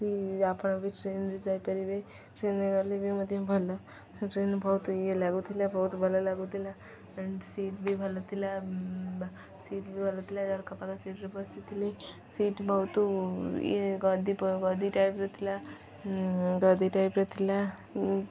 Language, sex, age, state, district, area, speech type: Odia, female, 18-30, Odisha, Jagatsinghpur, rural, spontaneous